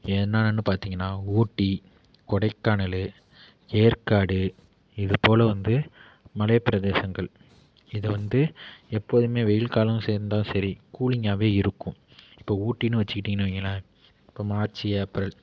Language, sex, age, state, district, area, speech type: Tamil, male, 18-30, Tamil Nadu, Mayiladuthurai, rural, spontaneous